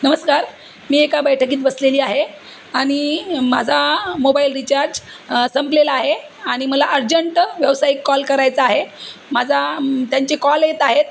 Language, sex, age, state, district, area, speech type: Marathi, female, 45-60, Maharashtra, Jalna, urban, spontaneous